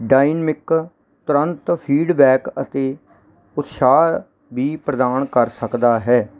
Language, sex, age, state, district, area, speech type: Punjabi, male, 30-45, Punjab, Barnala, urban, spontaneous